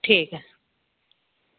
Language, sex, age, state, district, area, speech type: Dogri, female, 30-45, Jammu and Kashmir, Samba, rural, conversation